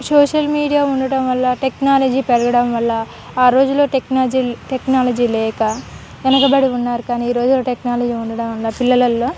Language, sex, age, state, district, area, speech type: Telugu, female, 18-30, Telangana, Khammam, urban, spontaneous